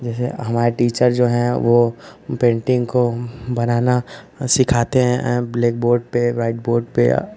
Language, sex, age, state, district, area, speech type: Hindi, male, 18-30, Uttar Pradesh, Ghazipur, urban, spontaneous